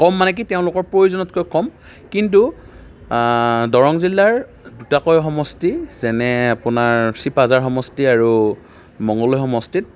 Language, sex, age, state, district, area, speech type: Assamese, male, 45-60, Assam, Darrang, urban, spontaneous